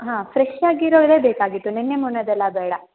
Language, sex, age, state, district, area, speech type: Kannada, female, 18-30, Karnataka, Chikkamagaluru, rural, conversation